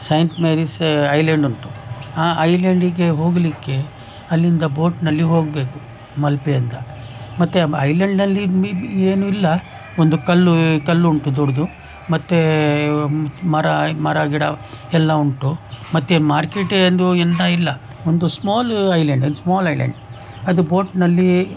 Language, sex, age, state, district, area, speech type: Kannada, male, 60+, Karnataka, Udupi, rural, spontaneous